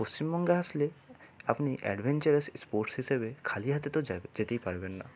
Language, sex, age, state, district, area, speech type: Bengali, male, 30-45, West Bengal, Purba Bardhaman, urban, spontaneous